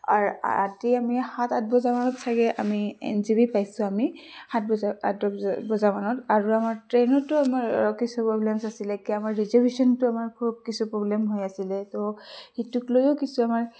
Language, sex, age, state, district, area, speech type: Assamese, female, 30-45, Assam, Udalguri, urban, spontaneous